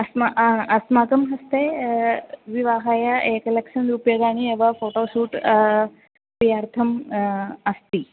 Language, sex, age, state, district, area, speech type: Sanskrit, female, 18-30, Kerala, Thrissur, urban, conversation